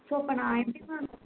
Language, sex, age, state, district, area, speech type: Tamil, female, 18-30, Tamil Nadu, Tiruvarur, urban, conversation